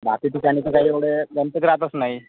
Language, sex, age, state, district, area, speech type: Marathi, male, 60+, Maharashtra, Nagpur, rural, conversation